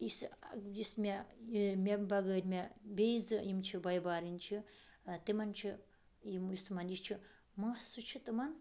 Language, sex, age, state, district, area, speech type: Kashmiri, female, 30-45, Jammu and Kashmir, Budgam, rural, spontaneous